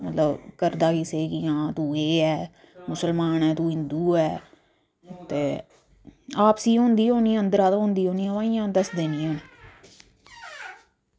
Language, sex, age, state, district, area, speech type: Dogri, female, 45-60, Jammu and Kashmir, Udhampur, urban, spontaneous